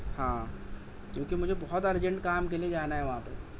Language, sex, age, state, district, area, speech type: Urdu, male, 30-45, Delhi, South Delhi, urban, spontaneous